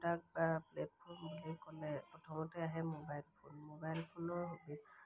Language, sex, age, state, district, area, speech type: Assamese, female, 30-45, Assam, Kamrup Metropolitan, urban, spontaneous